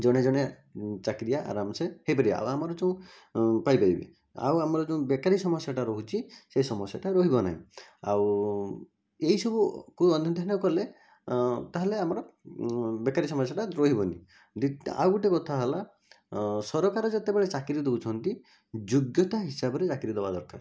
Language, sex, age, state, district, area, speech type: Odia, male, 18-30, Odisha, Bhadrak, rural, spontaneous